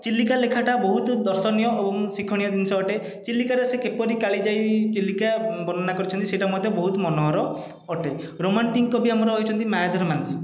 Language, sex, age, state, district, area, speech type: Odia, male, 30-45, Odisha, Khordha, rural, spontaneous